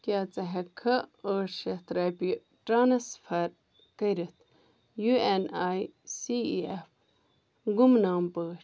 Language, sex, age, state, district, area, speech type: Kashmiri, female, 30-45, Jammu and Kashmir, Ganderbal, rural, read